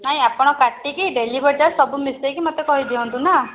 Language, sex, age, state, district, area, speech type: Odia, female, 18-30, Odisha, Jajpur, rural, conversation